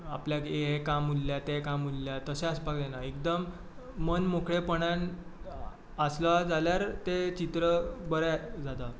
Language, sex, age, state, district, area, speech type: Goan Konkani, male, 18-30, Goa, Tiswadi, rural, spontaneous